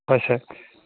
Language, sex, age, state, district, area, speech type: Assamese, male, 30-45, Assam, Majuli, urban, conversation